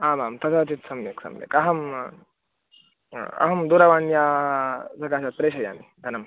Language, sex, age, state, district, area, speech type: Sanskrit, male, 18-30, Karnataka, Chikkamagaluru, urban, conversation